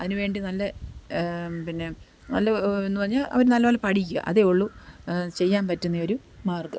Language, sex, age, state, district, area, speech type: Malayalam, female, 45-60, Kerala, Pathanamthitta, rural, spontaneous